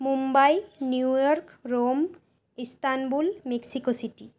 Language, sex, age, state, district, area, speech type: Bengali, female, 18-30, West Bengal, Paschim Bardhaman, urban, spontaneous